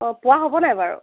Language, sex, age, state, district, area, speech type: Assamese, female, 45-60, Assam, Golaghat, urban, conversation